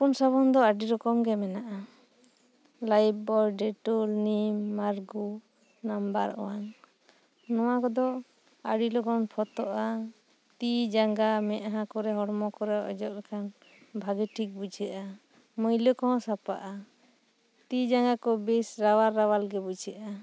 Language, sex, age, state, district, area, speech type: Santali, female, 30-45, West Bengal, Bankura, rural, spontaneous